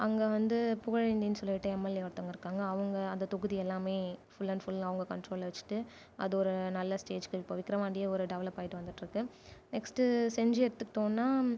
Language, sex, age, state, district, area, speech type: Tamil, female, 18-30, Tamil Nadu, Viluppuram, urban, spontaneous